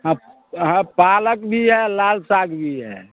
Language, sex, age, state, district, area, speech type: Hindi, male, 60+, Bihar, Darbhanga, urban, conversation